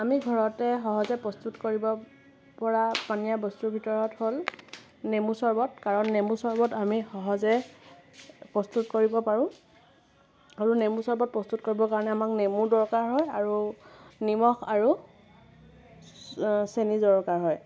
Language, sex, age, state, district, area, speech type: Assamese, female, 30-45, Assam, Lakhimpur, rural, spontaneous